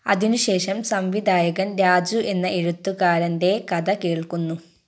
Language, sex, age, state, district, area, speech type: Malayalam, female, 18-30, Kerala, Wayanad, rural, read